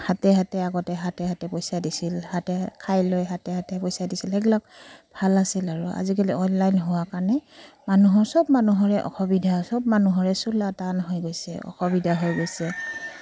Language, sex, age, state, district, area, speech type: Assamese, female, 30-45, Assam, Udalguri, rural, spontaneous